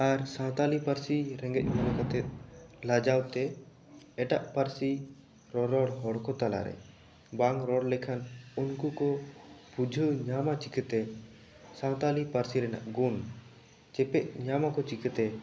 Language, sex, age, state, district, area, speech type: Santali, male, 18-30, West Bengal, Bankura, rural, spontaneous